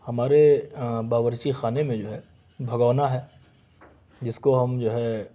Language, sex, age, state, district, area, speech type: Urdu, male, 30-45, Delhi, South Delhi, urban, spontaneous